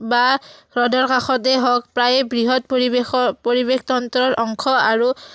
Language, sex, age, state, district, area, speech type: Assamese, female, 18-30, Assam, Udalguri, rural, spontaneous